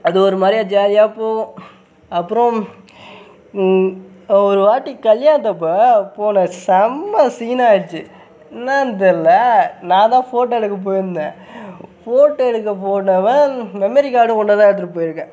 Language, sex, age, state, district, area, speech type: Tamil, male, 18-30, Tamil Nadu, Sivaganga, rural, spontaneous